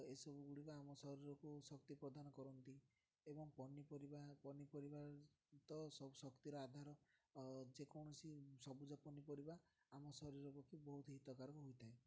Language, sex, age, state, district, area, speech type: Odia, male, 18-30, Odisha, Ganjam, urban, spontaneous